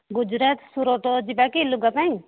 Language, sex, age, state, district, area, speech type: Odia, female, 60+, Odisha, Jharsuguda, rural, conversation